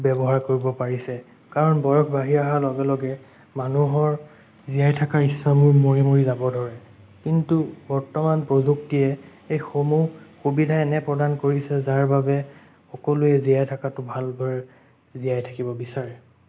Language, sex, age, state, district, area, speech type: Assamese, male, 18-30, Assam, Sonitpur, rural, spontaneous